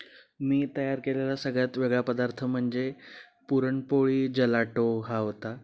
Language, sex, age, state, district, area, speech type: Marathi, male, 30-45, Maharashtra, Pune, urban, spontaneous